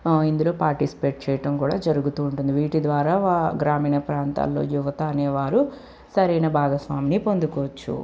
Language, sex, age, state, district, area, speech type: Telugu, female, 18-30, Andhra Pradesh, Palnadu, urban, spontaneous